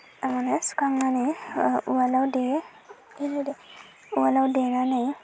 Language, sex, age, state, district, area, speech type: Bodo, female, 18-30, Assam, Baksa, rural, spontaneous